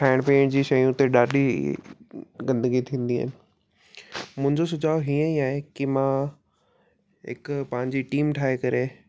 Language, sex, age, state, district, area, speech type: Sindhi, male, 18-30, Rajasthan, Ajmer, urban, spontaneous